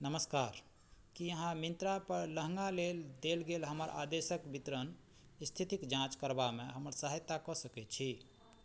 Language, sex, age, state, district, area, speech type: Maithili, male, 45-60, Bihar, Madhubani, rural, read